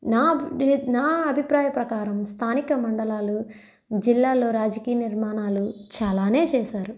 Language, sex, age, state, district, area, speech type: Telugu, female, 30-45, Andhra Pradesh, East Godavari, rural, spontaneous